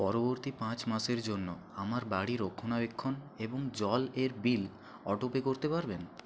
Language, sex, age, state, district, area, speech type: Bengali, male, 60+, West Bengal, Purba Medinipur, rural, read